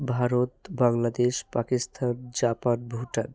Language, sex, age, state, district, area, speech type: Bengali, male, 18-30, West Bengal, Hooghly, urban, spontaneous